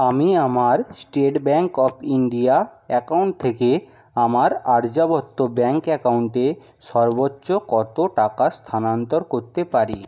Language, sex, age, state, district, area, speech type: Bengali, male, 45-60, West Bengal, Jhargram, rural, read